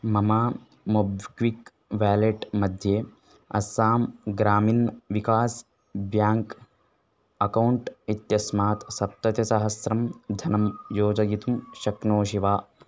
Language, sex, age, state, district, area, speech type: Sanskrit, male, 18-30, Karnataka, Bellary, rural, read